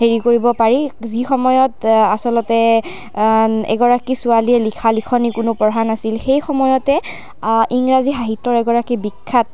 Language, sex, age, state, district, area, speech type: Assamese, female, 18-30, Assam, Nalbari, rural, spontaneous